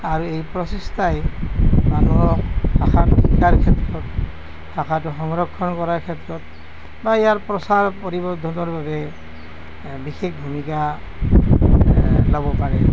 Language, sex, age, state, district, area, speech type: Assamese, male, 60+, Assam, Nalbari, rural, spontaneous